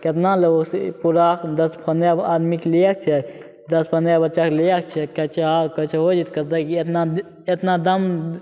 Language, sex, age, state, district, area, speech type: Maithili, male, 18-30, Bihar, Begusarai, urban, spontaneous